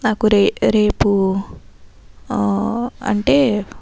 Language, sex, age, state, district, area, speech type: Telugu, female, 60+, Andhra Pradesh, Kakinada, rural, spontaneous